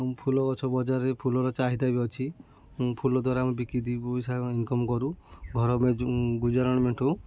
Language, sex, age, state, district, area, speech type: Odia, male, 60+, Odisha, Kendujhar, urban, spontaneous